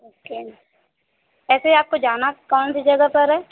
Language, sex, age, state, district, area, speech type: Hindi, female, 30-45, Uttar Pradesh, Azamgarh, rural, conversation